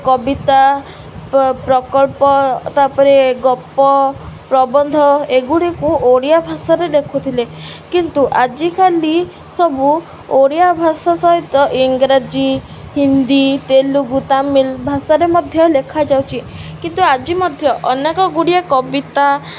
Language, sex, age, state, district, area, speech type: Odia, female, 18-30, Odisha, Sundergarh, urban, spontaneous